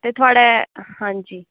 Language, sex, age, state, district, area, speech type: Dogri, female, 30-45, Jammu and Kashmir, Udhampur, urban, conversation